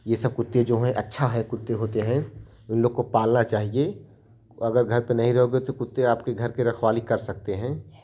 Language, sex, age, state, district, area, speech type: Hindi, male, 18-30, Uttar Pradesh, Jaunpur, rural, spontaneous